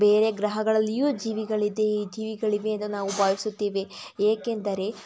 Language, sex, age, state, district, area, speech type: Kannada, female, 30-45, Karnataka, Tumkur, rural, spontaneous